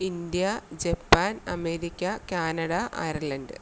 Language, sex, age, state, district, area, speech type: Malayalam, female, 45-60, Kerala, Alappuzha, rural, spontaneous